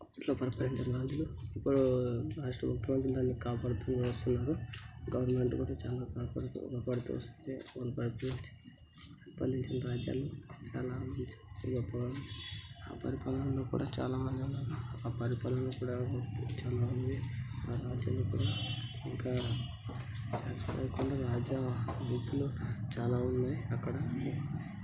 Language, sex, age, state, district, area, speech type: Telugu, male, 30-45, Andhra Pradesh, Kadapa, rural, spontaneous